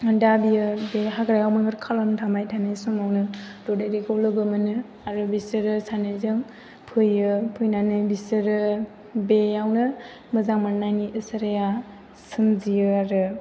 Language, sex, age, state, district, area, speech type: Bodo, female, 18-30, Assam, Chirang, rural, spontaneous